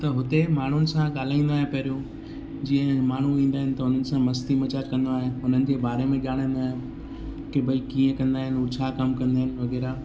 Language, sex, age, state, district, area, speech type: Sindhi, male, 18-30, Gujarat, Kutch, urban, spontaneous